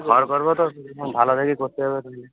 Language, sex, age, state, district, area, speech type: Bengali, male, 18-30, West Bengal, Uttar Dinajpur, urban, conversation